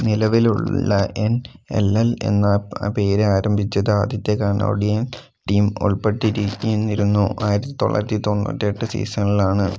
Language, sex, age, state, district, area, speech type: Malayalam, male, 18-30, Kerala, Wayanad, rural, read